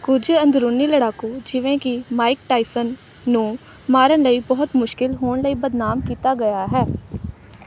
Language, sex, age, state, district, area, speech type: Punjabi, female, 18-30, Punjab, Amritsar, urban, read